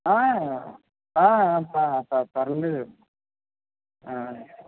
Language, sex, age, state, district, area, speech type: Telugu, male, 60+, Andhra Pradesh, East Godavari, rural, conversation